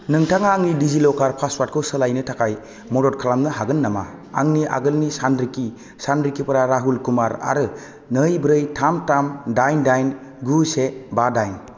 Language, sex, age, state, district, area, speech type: Bodo, male, 18-30, Assam, Kokrajhar, rural, read